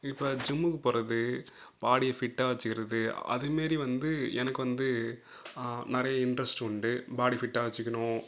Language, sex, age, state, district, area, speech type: Tamil, male, 18-30, Tamil Nadu, Nagapattinam, urban, spontaneous